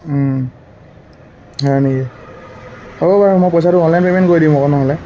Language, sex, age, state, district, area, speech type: Assamese, male, 18-30, Assam, Dhemaji, rural, spontaneous